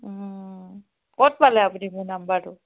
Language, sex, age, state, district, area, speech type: Assamese, female, 45-60, Assam, Dibrugarh, rural, conversation